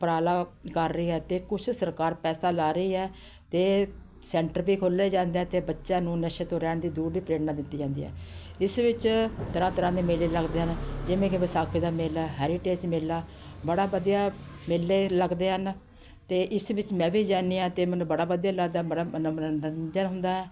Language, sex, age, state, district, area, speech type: Punjabi, female, 45-60, Punjab, Patiala, urban, spontaneous